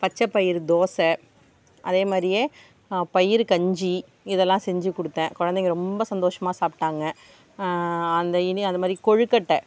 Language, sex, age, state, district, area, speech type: Tamil, female, 60+, Tamil Nadu, Mayiladuthurai, rural, spontaneous